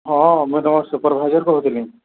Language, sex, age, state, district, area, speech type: Odia, male, 45-60, Odisha, Nuapada, urban, conversation